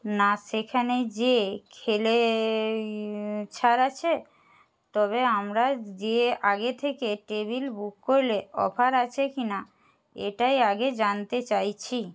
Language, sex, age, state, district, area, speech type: Bengali, female, 60+, West Bengal, Jhargram, rural, spontaneous